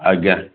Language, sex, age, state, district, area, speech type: Odia, male, 60+, Odisha, Gajapati, rural, conversation